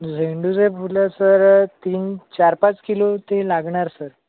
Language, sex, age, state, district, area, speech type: Marathi, male, 18-30, Maharashtra, Nagpur, urban, conversation